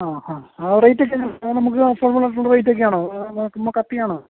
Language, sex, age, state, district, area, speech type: Malayalam, male, 30-45, Kerala, Ernakulam, rural, conversation